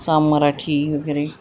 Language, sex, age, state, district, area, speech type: Marathi, female, 45-60, Maharashtra, Nanded, rural, spontaneous